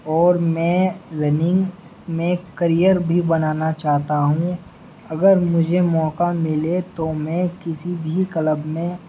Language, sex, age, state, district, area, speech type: Urdu, male, 18-30, Uttar Pradesh, Muzaffarnagar, rural, spontaneous